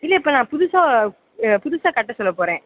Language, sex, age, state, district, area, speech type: Tamil, female, 30-45, Tamil Nadu, Pudukkottai, rural, conversation